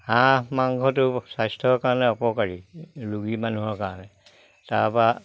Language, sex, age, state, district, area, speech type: Assamese, male, 60+, Assam, Lakhimpur, urban, spontaneous